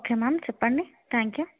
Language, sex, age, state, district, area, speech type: Telugu, female, 18-30, Telangana, Yadadri Bhuvanagiri, urban, conversation